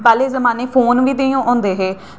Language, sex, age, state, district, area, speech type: Dogri, female, 18-30, Jammu and Kashmir, Jammu, rural, spontaneous